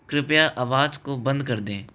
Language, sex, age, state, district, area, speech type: Hindi, male, 18-30, Rajasthan, Jaipur, urban, read